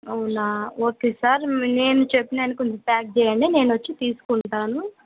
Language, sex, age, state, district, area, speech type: Telugu, female, 18-30, Andhra Pradesh, Guntur, rural, conversation